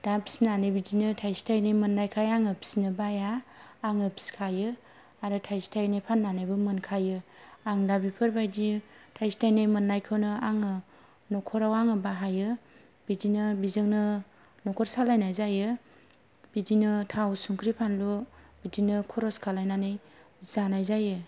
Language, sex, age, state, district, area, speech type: Bodo, female, 30-45, Assam, Kokrajhar, rural, spontaneous